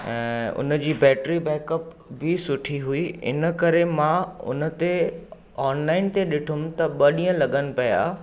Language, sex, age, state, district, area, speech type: Sindhi, male, 45-60, Maharashtra, Mumbai Suburban, urban, spontaneous